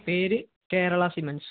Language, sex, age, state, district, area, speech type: Malayalam, male, 18-30, Kerala, Malappuram, rural, conversation